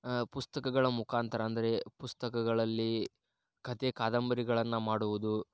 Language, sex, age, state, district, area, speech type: Kannada, male, 30-45, Karnataka, Tumkur, urban, spontaneous